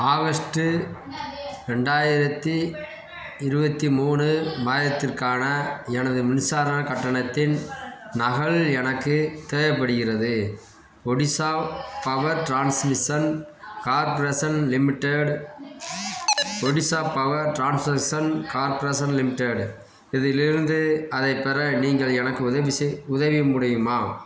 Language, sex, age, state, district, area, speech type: Tamil, male, 45-60, Tamil Nadu, Theni, rural, read